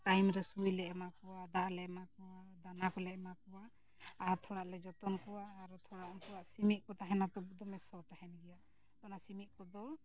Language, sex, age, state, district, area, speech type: Santali, female, 45-60, Jharkhand, Bokaro, rural, spontaneous